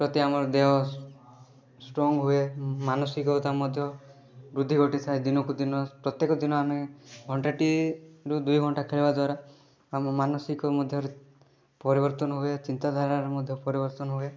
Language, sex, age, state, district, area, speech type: Odia, male, 18-30, Odisha, Rayagada, urban, spontaneous